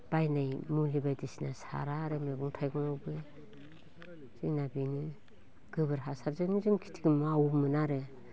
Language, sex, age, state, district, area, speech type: Bodo, female, 45-60, Assam, Baksa, rural, spontaneous